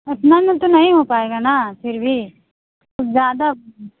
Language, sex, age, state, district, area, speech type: Hindi, female, 30-45, Uttar Pradesh, Mirzapur, rural, conversation